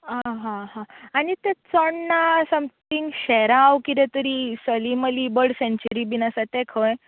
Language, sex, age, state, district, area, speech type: Goan Konkani, female, 18-30, Goa, Tiswadi, rural, conversation